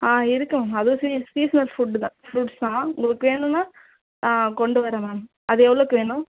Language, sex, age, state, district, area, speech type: Tamil, female, 18-30, Tamil Nadu, Tiruvallur, urban, conversation